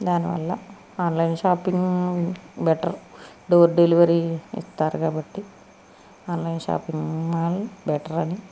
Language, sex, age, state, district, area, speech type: Telugu, female, 60+, Andhra Pradesh, Eluru, rural, spontaneous